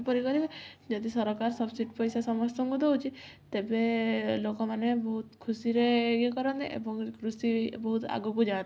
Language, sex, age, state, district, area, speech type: Odia, female, 18-30, Odisha, Kendujhar, urban, spontaneous